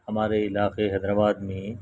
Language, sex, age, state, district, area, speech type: Urdu, male, 45-60, Telangana, Hyderabad, urban, spontaneous